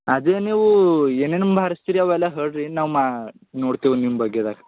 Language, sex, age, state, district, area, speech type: Kannada, male, 18-30, Karnataka, Bidar, urban, conversation